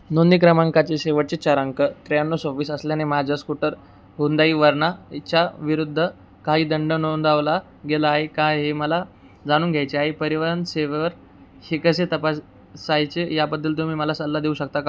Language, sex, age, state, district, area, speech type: Marathi, male, 18-30, Maharashtra, Jalna, urban, read